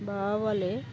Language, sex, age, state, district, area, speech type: Bengali, female, 45-60, West Bengal, Uttar Dinajpur, urban, spontaneous